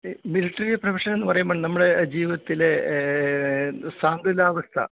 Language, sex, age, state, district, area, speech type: Malayalam, male, 60+, Kerala, Kottayam, urban, conversation